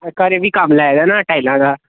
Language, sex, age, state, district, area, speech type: Dogri, male, 30-45, Jammu and Kashmir, Reasi, rural, conversation